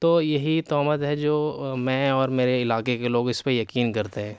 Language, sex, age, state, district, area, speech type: Urdu, male, 18-30, Delhi, South Delhi, urban, spontaneous